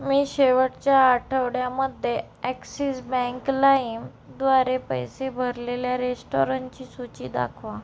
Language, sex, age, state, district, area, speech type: Marathi, female, 18-30, Maharashtra, Amravati, rural, read